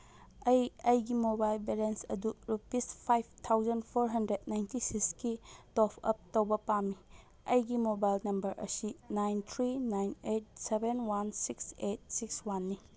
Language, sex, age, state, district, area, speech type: Manipuri, female, 30-45, Manipur, Chandel, rural, read